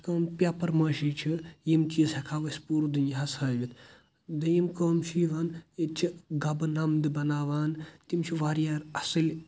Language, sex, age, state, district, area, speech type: Kashmiri, male, 18-30, Jammu and Kashmir, Kulgam, rural, spontaneous